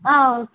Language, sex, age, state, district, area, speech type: Tamil, female, 18-30, Tamil Nadu, Tiruvannamalai, urban, conversation